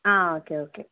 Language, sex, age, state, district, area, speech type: Malayalam, female, 18-30, Kerala, Wayanad, rural, conversation